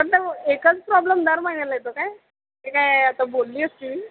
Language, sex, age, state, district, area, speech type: Marathi, female, 18-30, Maharashtra, Mumbai Suburban, urban, conversation